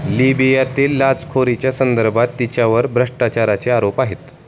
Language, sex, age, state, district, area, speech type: Marathi, male, 30-45, Maharashtra, Osmanabad, rural, read